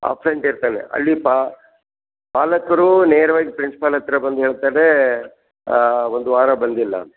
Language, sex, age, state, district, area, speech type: Kannada, male, 60+, Karnataka, Gulbarga, urban, conversation